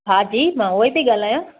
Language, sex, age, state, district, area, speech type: Sindhi, female, 45-60, Gujarat, Kutch, urban, conversation